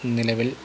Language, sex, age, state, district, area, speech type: Malayalam, male, 30-45, Kerala, Malappuram, rural, spontaneous